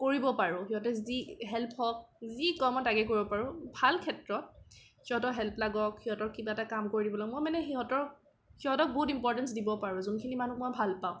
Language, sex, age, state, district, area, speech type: Assamese, female, 18-30, Assam, Kamrup Metropolitan, urban, spontaneous